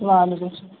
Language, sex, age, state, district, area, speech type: Urdu, female, 30-45, Uttar Pradesh, Muzaffarnagar, urban, conversation